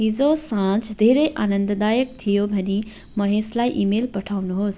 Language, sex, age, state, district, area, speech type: Nepali, female, 45-60, West Bengal, Darjeeling, rural, read